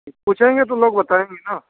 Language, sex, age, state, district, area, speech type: Hindi, male, 60+, Uttar Pradesh, Ayodhya, rural, conversation